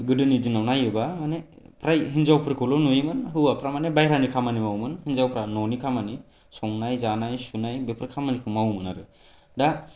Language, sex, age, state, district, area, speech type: Bodo, male, 18-30, Assam, Kokrajhar, urban, spontaneous